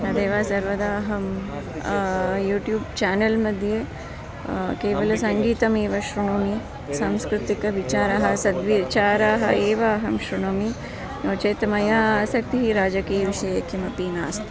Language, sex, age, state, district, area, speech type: Sanskrit, female, 45-60, Karnataka, Dharwad, urban, spontaneous